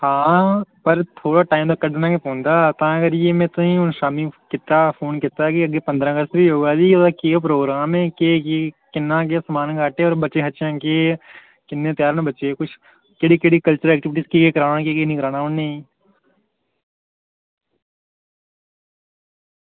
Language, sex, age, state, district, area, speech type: Dogri, male, 18-30, Jammu and Kashmir, Reasi, rural, conversation